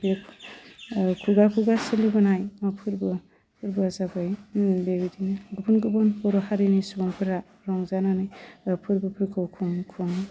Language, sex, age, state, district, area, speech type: Bodo, female, 30-45, Assam, Udalguri, urban, spontaneous